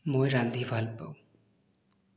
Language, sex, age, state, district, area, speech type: Assamese, male, 18-30, Assam, Nagaon, rural, spontaneous